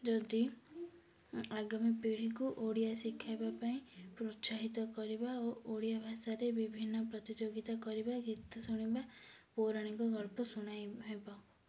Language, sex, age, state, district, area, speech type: Odia, female, 18-30, Odisha, Ganjam, urban, spontaneous